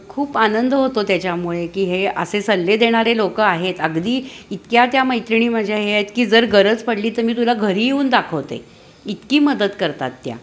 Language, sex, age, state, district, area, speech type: Marathi, female, 60+, Maharashtra, Kolhapur, urban, spontaneous